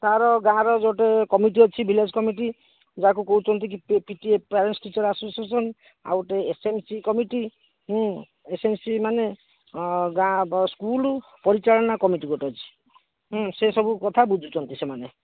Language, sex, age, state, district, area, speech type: Odia, male, 60+, Odisha, Jajpur, rural, conversation